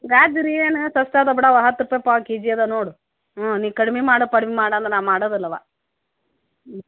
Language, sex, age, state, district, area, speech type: Kannada, female, 45-60, Karnataka, Gadag, rural, conversation